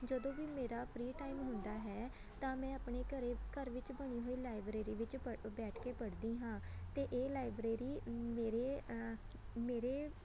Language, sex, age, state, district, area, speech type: Punjabi, female, 18-30, Punjab, Shaheed Bhagat Singh Nagar, urban, spontaneous